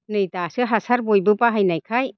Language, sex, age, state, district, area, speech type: Bodo, female, 45-60, Assam, Chirang, rural, spontaneous